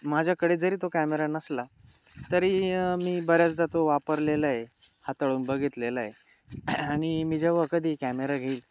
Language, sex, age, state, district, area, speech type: Marathi, male, 18-30, Maharashtra, Nashik, urban, spontaneous